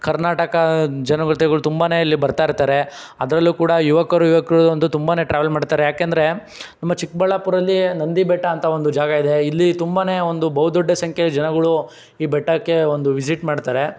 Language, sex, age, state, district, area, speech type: Kannada, male, 60+, Karnataka, Chikkaballapur, rural, spontaneous